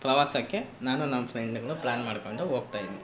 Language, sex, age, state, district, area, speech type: Kannada, male, 18-30, Karnataka, Kolar, rural, spontaneous